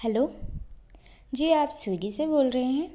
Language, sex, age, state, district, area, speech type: Hindi, female, 18-30, Madhya Pradesh, Bhopal, urban, spontaneous